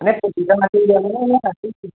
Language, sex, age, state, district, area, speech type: Assamese, male, 18-30, Assam, Majuli, urban, conversation